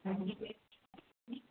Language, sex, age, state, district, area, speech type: Urdu, female, 30-45, Uttar Pradesh, Rampur, urban, conversation